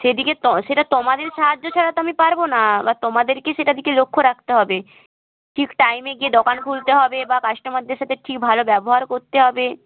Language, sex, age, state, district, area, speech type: Bengali, female, 18-30, West Bengal, North 24 Parganas, rural, conversation